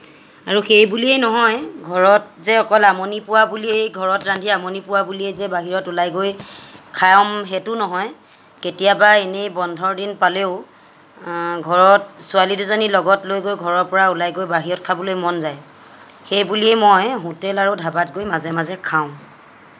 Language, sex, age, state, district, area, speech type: Assamese, female, 30-45, Assam, Lakhimpur, rural, spontaneous